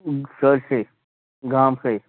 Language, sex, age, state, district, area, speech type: Kashmiri, male, 30-45, Jammu and Kashmir, Ganderbal, rural, conversation